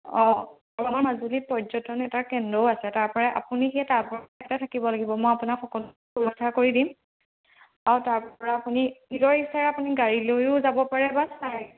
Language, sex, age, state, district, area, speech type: Assamese, female, 18-30, Assam, Majuli, urban, conversation